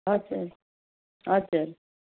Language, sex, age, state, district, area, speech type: Nepali, female, 30-45, West Bengal, Darjeeling, rural, conversation